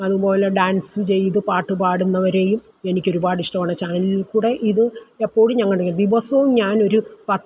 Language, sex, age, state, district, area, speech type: Malayalam, female, 60+, Kerala, Alappuzha, rural, spontaneous